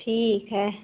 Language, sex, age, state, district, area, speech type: Hindi, female, 45-60, Uttar Pradesh, Ayodhya, rural, conversation